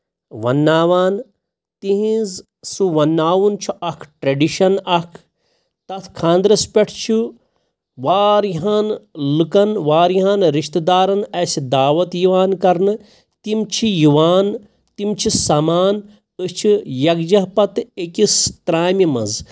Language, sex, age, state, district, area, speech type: Kashmiri, male, 30-45, Jammu and Kashmir, Pulwama, rural, spontaneous